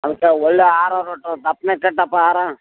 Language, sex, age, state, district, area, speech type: Kannada, male, 60+, Karnataka, Bellary, rural, conversation